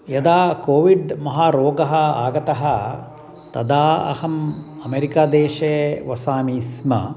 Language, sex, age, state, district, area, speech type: Sanskrit, male, 60+, Karnataka, Mysore, urban, spontaneous